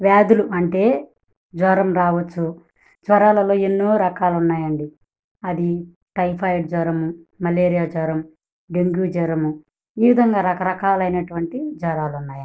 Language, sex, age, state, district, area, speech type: Telugu, female, 30-45, Andhra Pradesh, Kadapa, urban, spontaneous